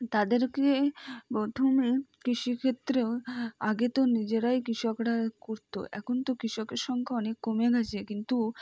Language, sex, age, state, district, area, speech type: Bengali, female, 30-45, West Bengal, Purba Bardhaman, urban, spontaneous